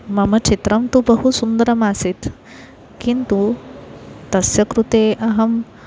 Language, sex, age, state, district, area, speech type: Sanskrit, female, 30-45, Maharashtra, Nagpur, urban, spontaneous